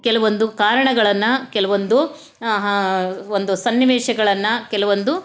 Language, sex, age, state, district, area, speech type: Kannada, female, 60+, Karnataka, Chitradurga, rural, spontaneous